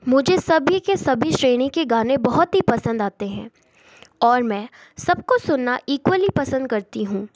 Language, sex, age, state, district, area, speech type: Hindi, female, 45-60, Rajasthan, Jodhpur, urban, spontaneous